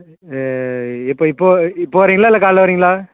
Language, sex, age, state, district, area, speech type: Tamil, male, 18-30, Tamil Nadu, Thoothukudi, rural, conversation